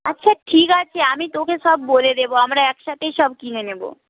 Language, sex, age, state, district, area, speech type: Bengali, female, 30-45, West Bengal, Nadia, rural, conversation